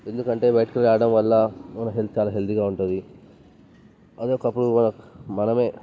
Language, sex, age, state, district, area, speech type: Telugu, male, 18-30, Telangana, Vikarabad, urban, spontaneous